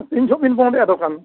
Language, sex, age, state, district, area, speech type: Santali, male, 60+, Odisha, Mayurbhanj, rural, conversation